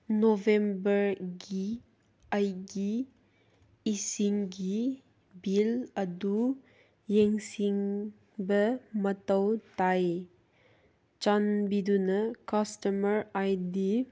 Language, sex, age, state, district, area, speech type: Manipuri, female, 18-30, Manipur, Kangpokpi, urban, read